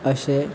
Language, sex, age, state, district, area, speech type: Goan Konkani, male, 18-30, Goa, Quepem, rural, spontaneous